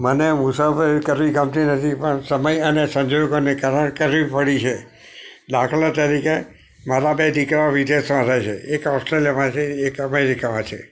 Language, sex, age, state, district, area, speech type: Gujarati, male, 60+, Gujarat, Narmada, urban, spontaneous